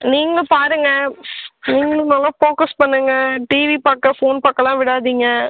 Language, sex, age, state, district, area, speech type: Tamil, female, 18-30, Tamil Nadu, Cuddalore, rural, conversation